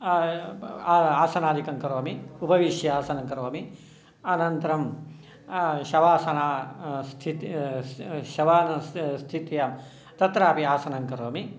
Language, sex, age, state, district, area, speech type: Sanskrit, male, 60+, Karnataka, Shimoga, urban, spontaneous